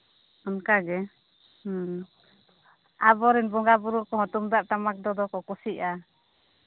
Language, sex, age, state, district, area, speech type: Santali, female, 30-45, Jharkhand, Seraikela Kharsawan, rural, conversation